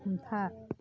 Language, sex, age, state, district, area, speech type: Bodo, female, 45-60, Assam, Chirang, rural, read